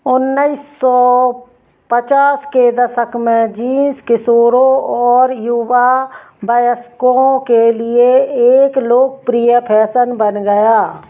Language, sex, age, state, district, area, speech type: Hindi, female, 45-60, Madhya Pradesh, Narsinghpur, rural, read